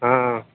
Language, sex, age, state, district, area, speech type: Odia, male, 45-60, Odisha, Nuapada, urban, conversation